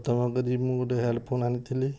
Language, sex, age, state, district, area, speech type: Odia, male, 45-60, Odisha, Balasore, rural, spontaneous